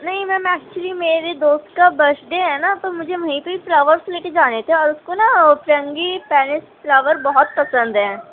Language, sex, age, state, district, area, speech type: Urdu, female, 30-45, Delhi, Central Delhi, rural, conversation